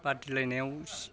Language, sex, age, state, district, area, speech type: Bodo, male, 45-60, Assam, Kokrajhar, urban, spontaneous